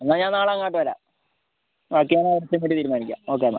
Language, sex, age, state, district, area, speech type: Malayalam, male, 18-30, Kerala, Wayanad, rural, conversation